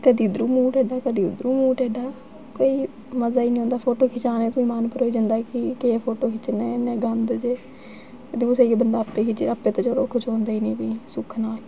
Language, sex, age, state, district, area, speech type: Dogri, female, 18-30, Jammu and Kashmir, Jammu, urban, spontaneous